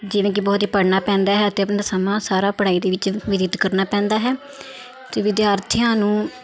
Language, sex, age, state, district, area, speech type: Punjabi, female, 18-30, Punjab, Patiala, urban, spontaneous